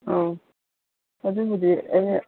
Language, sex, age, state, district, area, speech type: Manipuri, female, 45-60, Manipur, Imphal East, rural, conversation